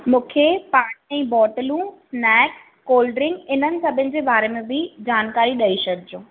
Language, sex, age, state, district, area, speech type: Sindhi, female, 18-30, Maharashtra, Thane, urban, conversation